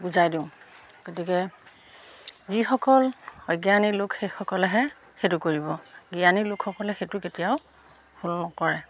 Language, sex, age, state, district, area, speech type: Assamese, female, 60+, Assam, Majuli, urban, spontaneous